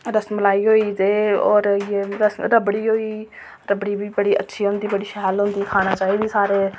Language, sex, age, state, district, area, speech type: Dogri, female, 18-30, Jammu and Kashmir, Reasi, rural, spontaneous